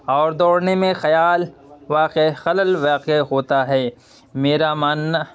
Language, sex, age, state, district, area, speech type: Urdu, male, 30-45, Bihar, Purnia, rural, spontaneous